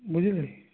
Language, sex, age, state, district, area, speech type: Odia, male, 60+, Odisha, Jajpur, rural, conversation